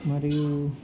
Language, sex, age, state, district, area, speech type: Telugu, male, 18-30, Andhra Pradesh, Palnadu, urban, spontaneous